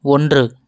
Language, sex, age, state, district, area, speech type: Tamil, male, 18-30, Tamil Nadu, Coimbatore, urban, read